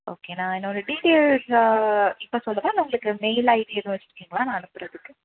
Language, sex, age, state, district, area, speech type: Tamil, female, 18-30, Tamil Nadu, Tenkasi, urban, conversation